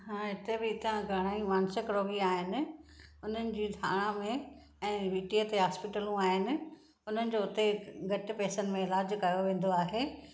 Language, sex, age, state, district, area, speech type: Sindhi, female, 45-60, Maharashtra, Thane, urban, spontaneous